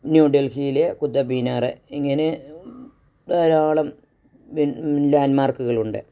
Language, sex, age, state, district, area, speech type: Malayalam, female, 60+, Kerala, Kottayam, rural, spontaneous